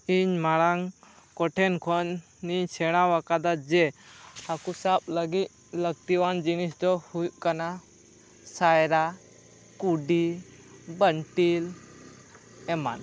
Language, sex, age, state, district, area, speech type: Santali, male, 18-30, West Bengal, Purba Bardhaman, rural, spontaneous